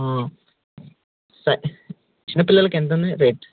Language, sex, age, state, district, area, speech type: Telugu, male, 18-30, Telangana, Jangaon, urban, conversation